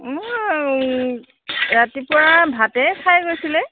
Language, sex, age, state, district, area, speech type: Assamese, female, 60+, Assam, Tinsukia, rural, conversation